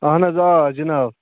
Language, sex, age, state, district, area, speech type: Kashmiri, male, 18-30, Jammu and Kashmir, Ganderbal, rural, conversation